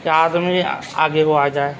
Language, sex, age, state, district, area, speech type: Urdu, male, 30-45, Uttar Pradesh, Gautam Buddha Nagar, urban, spontaneous